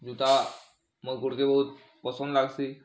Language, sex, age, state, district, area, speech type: Odia, male, 18-30, Odisha, Bargarh, urban, spontaneous